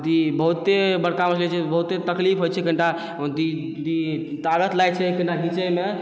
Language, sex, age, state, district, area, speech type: Maithili, male, 18-30, Bihar, Purnia, rural, spontaneous